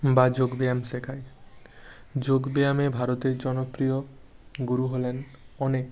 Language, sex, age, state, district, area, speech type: Bengali, male, 18-30, West Bengal, Bankura, urban, spontaneous